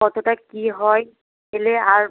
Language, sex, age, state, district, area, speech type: Bengali, male, 30-45, West Bengal, Howrah, urban, conversation